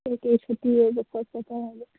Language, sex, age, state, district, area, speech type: Manipuri, female, 30-45, Manipur, Kangpokpi, urban, conversation